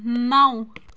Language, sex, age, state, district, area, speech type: Kashmiri, female, 18-30, Jammu and Kashmir, Kulgam, rural, read